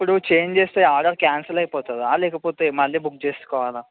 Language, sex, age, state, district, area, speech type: Telugu, male, 18-30, Telangana, Medchal, urban, conversation